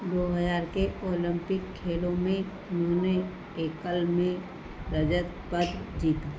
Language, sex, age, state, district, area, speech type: Hindi, female, 60+, Madhya Pradesh, Harda, urban, read